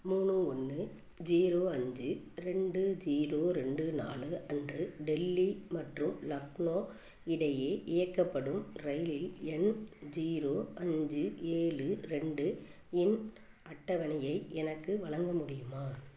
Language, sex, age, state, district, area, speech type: Tamil, female, 60+, Tamil Nadu, Thanjavur, urban, read